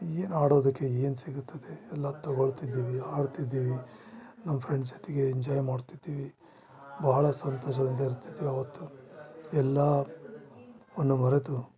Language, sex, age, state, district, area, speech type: Kannada, male, 45-60, Karnataka, Bellary, rural, spontaneous